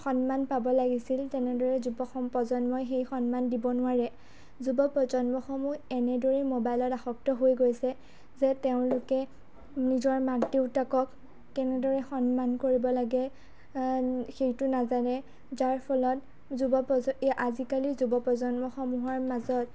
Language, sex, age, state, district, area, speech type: Assamese, female, 18-30, Assam, Darrang, rural, spontaneous